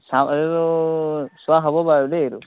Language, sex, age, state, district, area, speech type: Assamese, male, 18-30, Assam, Sivasagar, rural, conversation